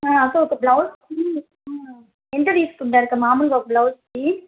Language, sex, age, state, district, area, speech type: Telugu, female, 30-45, Andhra Pradesh, Kadapa, rural, conversation